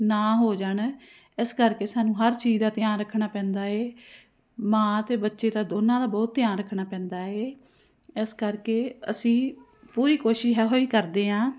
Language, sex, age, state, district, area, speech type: Punjabi, female, 45-60, Punjab, Jalandhar, urban, spontaneous